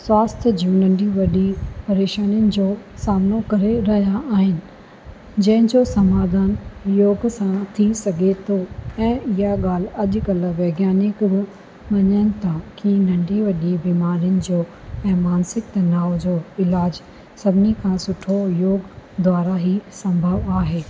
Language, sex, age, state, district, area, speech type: Sindhi, female, 45-60, Rajasthan, Ajmer, urban, spontaneous